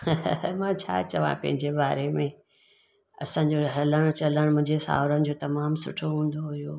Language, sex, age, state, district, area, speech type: Sindhi, female, 60+, Gujarat, Surat, urban, spontaneous